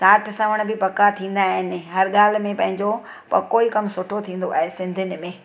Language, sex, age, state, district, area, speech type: Sindhi, female, 45-60, Gujarat, Surat, urban, spontaneous